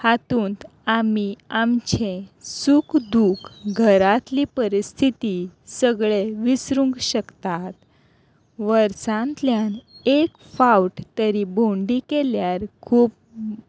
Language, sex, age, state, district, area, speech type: Goan Konkani, female, 30-45, Goa, Quepem, rural, spontaneous